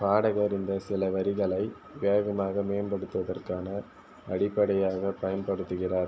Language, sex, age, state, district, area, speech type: Tamil, male, 18-30, Tamil Nadu, Viluppuram, rural, read